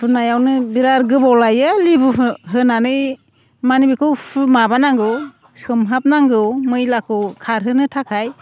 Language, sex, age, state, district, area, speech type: Bodo, female, 45-60, Assam, Chirang, rural, spontaneous